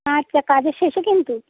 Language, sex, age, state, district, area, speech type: Bengali, female, 45-60, West Bengal, Uttar Dinajpur, urban, conversation